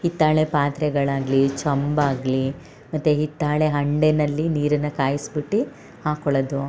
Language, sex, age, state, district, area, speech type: Kannada, female, 45-60, Karnataka, Hassan, urban, spontaneous